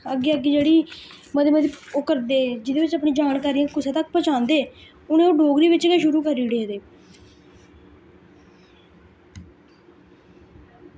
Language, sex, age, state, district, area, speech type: Dogri, female, 18-30, Jammu and Kashmir, Samba, rural, spontaneous